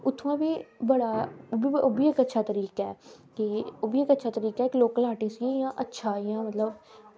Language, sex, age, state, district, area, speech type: Dogri, female, 18-30, Jammu and Kashmir, Samba, rural, spontaneous